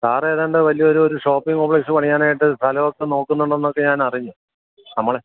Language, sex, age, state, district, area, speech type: Malayalam, male, 60+, Kerala, Alappuzha, rural, conversation